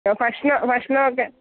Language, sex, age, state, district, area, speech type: Malayalam, female, 30-45, Kerala, Kollam, rural, conversation